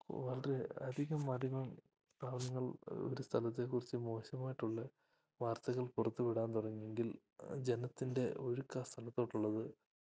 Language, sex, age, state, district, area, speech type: Malayalam, male, 18-30, Kerala, Idukki, rural, spontaneous